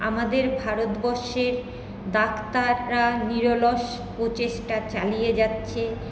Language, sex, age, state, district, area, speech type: Bengali, female, 30-45, West Bengal, Paschim Bardhaman, urban, spontaneous